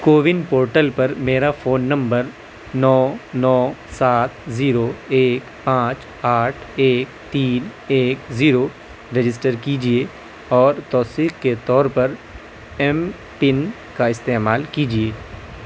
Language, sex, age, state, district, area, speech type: Urdu, male, 18-30, Delhi, South Delhi, urban, read